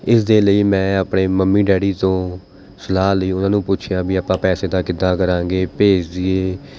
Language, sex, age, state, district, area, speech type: Punjabi, male, 30-45, Punjab, Mohali, urban, spontaneous